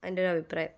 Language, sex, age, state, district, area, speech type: Malayalam, female, 18-30, Kerala, Kannur, rural, spontaneous